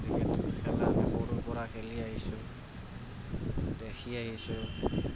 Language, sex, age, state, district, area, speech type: Assamese, female, 60+, Assam, Kamrup Metropolitan, urban, spontaneous